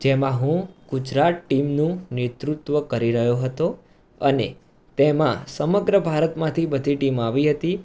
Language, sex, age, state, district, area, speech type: Gujarati, male, 18-30, Gujarat, Mehsana, urban, spontaneous